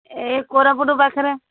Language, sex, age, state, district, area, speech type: Odia, female, 45-60, Odisha, Koraput, urban, conversation